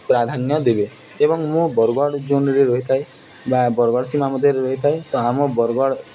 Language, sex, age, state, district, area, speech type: Odia, male, 18-30, Odisha, Nuapada, urban, spontaneous